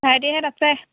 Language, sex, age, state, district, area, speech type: Assamese, female, 18-30, Assam, Sivasagar, rural, conversation